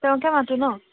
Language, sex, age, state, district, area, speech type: Assamese, female, 18-30, Assam, Sivasagar, rural, conversation